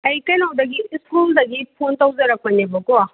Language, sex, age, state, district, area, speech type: Manipuri, female, 45-60, Manipur, Kakching, rural, conversation